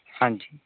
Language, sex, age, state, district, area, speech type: Punjabi, male, 18-30, Punjab, Barnala, rural, conversation